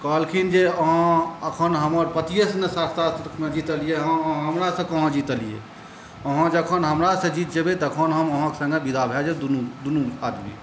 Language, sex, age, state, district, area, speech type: Maithili, male, 30-45, Bihar, Saharsa, rural, spontaneous